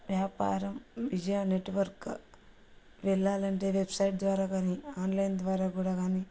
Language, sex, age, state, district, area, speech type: Telugu, female, 30-45, Andhra Pradesh, Kurnool, rural, spontaneous